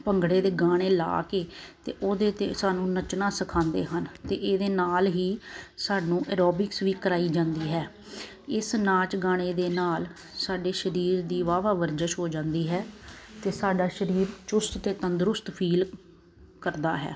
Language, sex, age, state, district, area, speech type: Punjabi, female, 30-45, Punjab, Kapurthala, urban, spontaneous